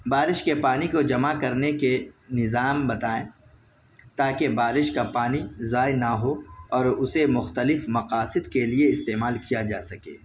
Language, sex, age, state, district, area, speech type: Urdu, male, 18-30, Delhi, North West Delhi, urban, spontaneous